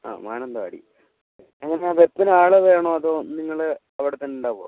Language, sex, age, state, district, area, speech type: Malayalam, male, 30-45, Kerala, Wayanad, rural, conversation